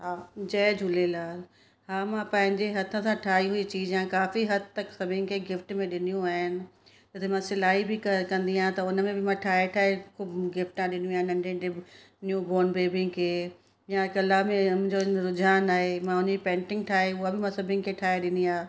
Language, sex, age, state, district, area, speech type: Sindhi, female, 45-60, Uttar Pradesh, Lucknow, urban, spontaneous